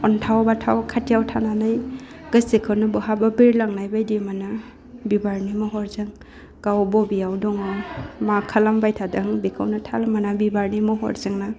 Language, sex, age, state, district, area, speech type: Bodo, female, 30-45, Assam, Udalguri, urban, spontaneous